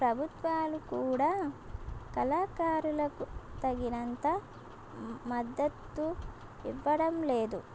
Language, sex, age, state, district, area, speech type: Telugu, female, 18-30, Telangana, Komaram Bheem, urban, spontaneous